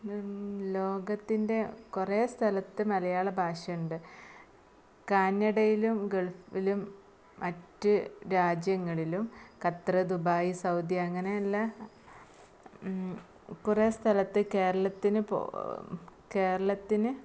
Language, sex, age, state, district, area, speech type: Malayalam, female, 30-45, Kerala, Malappuram, rural, spontaneous